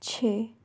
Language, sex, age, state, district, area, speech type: Hindi, female, 30-45, Madhya Pradesh, Bhopal, urban, read